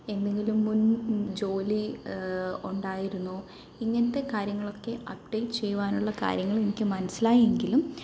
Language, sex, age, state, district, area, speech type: Malayalam, female, 18-30, Kerala, Pathanamthitta, urban, spontaneous